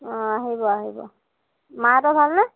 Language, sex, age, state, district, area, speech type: Assamese, female, 18-30, Assam, Lakhimpur, rural, conversation